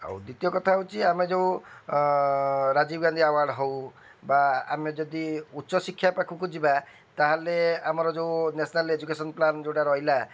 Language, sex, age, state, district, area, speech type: Odia, male, 45-60, Odisha, Cuttack, urban, spontaneous